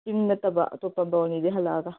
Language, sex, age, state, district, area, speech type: Manipuri, female, 30-45, Manipur, Imphal East, rural, conversation